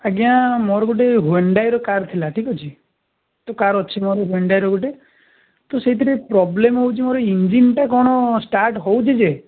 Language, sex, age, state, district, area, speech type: Odia, male, 18-30, Odisha, Balasore, rural, conversation